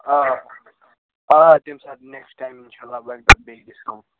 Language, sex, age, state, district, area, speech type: Kashmiri, male, 45-60, Jammu and Kashmir, Srinagar, urban, conversation